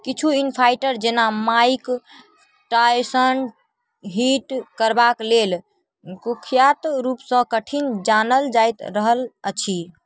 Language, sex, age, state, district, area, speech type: Maithili, female, 18-30, Bihar, Darbhanga, rural, read